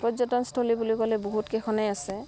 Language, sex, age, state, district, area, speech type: Assamese, female, 30-45, Assam, Udalguri, rural, spontaneous